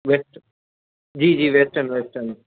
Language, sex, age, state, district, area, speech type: Sindhi, male, 18-30, Gujarat, Kutch, rural, conversation